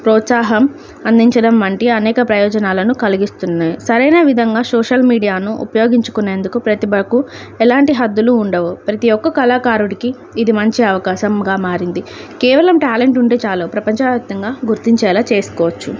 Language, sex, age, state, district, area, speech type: Telugu, female, 18-30, Andhra Pradesh, Alluri Sitarama Raju, rural, spontaneous